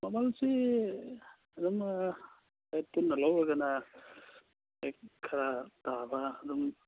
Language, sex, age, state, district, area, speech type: Manipuri, male, 30-45, Manipur, Churachandpur, rural, conversation